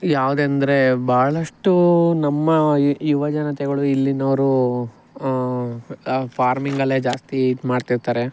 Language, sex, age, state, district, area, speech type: Kannada, male, 18-30, Karnataka, Chikkaballapur, rural, spontaneous